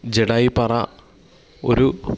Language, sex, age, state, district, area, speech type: Malayalam, male, 30-45, Kerala, Kollam, rural, spontaneous